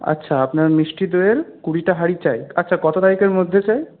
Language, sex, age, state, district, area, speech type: Bengali, male, 30-45, West Bengal, Purulia, urban, conversation